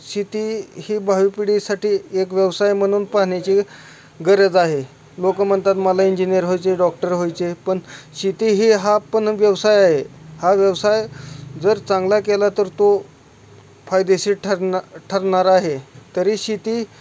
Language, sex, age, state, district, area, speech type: Marathi, male, 18-30, Maharashtra, Osmanabad, rural, spontaneous